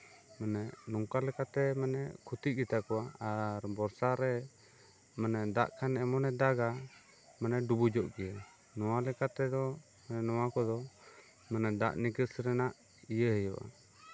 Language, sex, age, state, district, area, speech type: Santali, male, 18-30, West Bengal, Bankura, rural, spontaneous